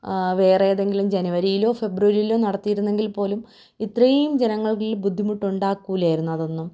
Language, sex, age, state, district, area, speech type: Malayalam, female, 30-45, Kerala, Thiruvananthapuram, rural, spontaneous